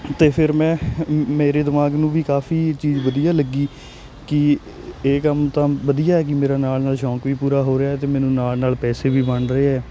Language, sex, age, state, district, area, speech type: Punjabi, male, 18-30, Punjab, Hoshiarpur, rural, spontaneous